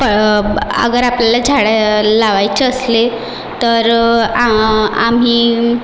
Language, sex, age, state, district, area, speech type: Marathi, female, 18-30, Maharashtra, Nagpur, urban, spontaneous